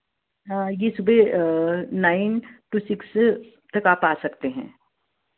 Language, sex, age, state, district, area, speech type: Hindi, female, 45-60, Madhya Pradesh, Ujjain, urban, conversation